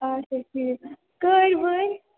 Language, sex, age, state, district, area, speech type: Kashmiri, female, 30-45, Jammu and Kashmir, Srinagar, urban, conversation